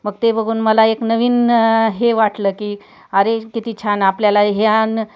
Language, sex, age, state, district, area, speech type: Marathi, female, 30-45, Maharashtra, Osmanabad, rural, spontaneous